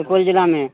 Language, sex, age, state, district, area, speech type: Maithili, male, 18-30, Bihar, Supaul, rural, conversation